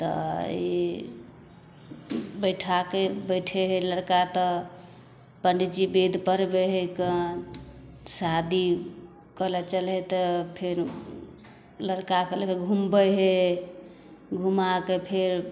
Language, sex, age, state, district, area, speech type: Maithili, female, 30-45, Bihar, Samastipur, rural, spontaneous